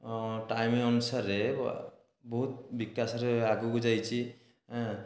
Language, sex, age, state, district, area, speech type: Odia, male, 30-45, Odisha, Dhenkanal, rural, spontaneous